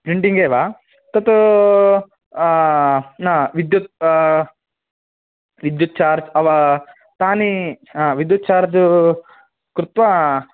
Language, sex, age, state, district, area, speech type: Sanskrit, male, 18-30, Karnataka, Dharwad, urban, conversation